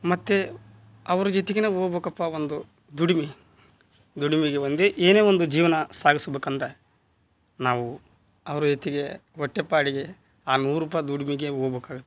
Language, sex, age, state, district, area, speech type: Kannada, male, 30-45, Karnataka, Koppal, rural, spontaneous